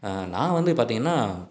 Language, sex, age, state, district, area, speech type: Tamil, male, 18-30, Tamil Nadu, Salem, rural, spontaneous